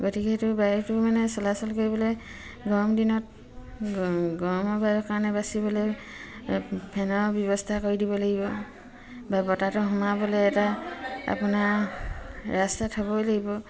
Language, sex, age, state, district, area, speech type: Assamese, female, 45-60, Assam, Dibrugarh, rural, spontaneous